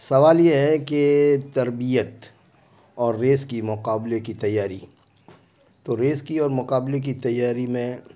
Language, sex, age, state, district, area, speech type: Urdu, male, 60+, Bihar, Khagaria, rural, spontaneous